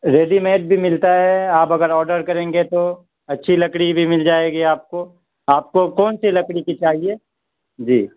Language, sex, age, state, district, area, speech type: Urdu, male, 18-30, Bihar, Purnia, rural, conversation